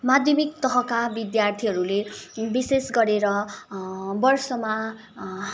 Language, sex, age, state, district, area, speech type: Nepali, female, 18-30, West Bengal, Kalimpong, rural, spontaneous